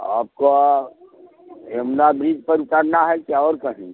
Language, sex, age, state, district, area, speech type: Hindi, male, 60+, Uttar Pradesh, Prayagraj, rural, conversation